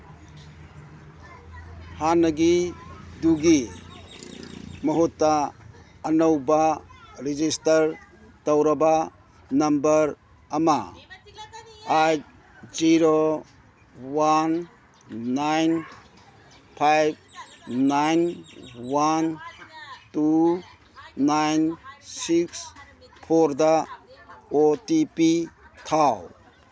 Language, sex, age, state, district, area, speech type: Manipuri, male, 60+, Manipur, Kangpokpi, urban, read